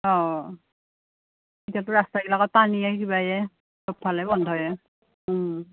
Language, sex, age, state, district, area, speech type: Assamese, female, 30-45, Assam, Morigaon, rural, conversation